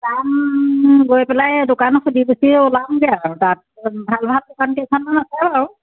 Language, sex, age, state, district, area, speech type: Assamese, female, 60+, Assam, Jorhat, urban, conversation